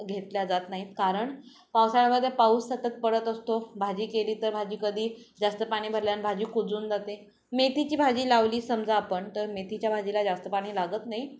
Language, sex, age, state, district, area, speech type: Marathi, female, 18-30, Maharashtra, Ratnagiri, rural, spontaneous